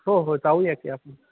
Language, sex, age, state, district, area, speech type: Marathi, male, 18-30, Maharashtra, Ahmednagar, rural, conversation